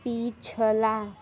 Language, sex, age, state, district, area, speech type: Hindi, female, 18-30, Uttar Pradesh, Mirzapur, urban, read